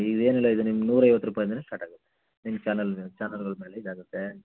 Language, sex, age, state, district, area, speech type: Kannada, male, 30-45, Karnataka, Mandya, rural, conversation